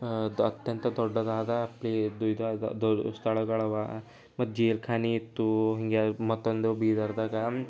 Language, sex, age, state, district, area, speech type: Kannada, male, 18-30, Karnataka, Bidar, urban, spontaneous